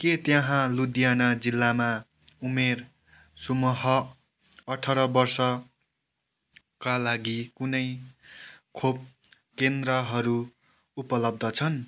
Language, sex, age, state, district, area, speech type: Nepali, male, 18-30, West Bengal, Kalimpong, rural, read